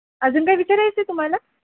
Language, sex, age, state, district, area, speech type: Marathi, female, 18-30, Maharashtra, Jalna, rural, conversation